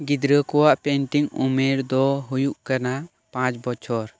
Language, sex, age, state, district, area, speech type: Santali, male, 18-30, West Bengal, Birbhum, rural, spontaneous